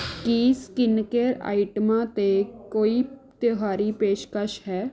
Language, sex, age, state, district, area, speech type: Punjabi, female, 18-30, Punjab, Rupnagar, urban, read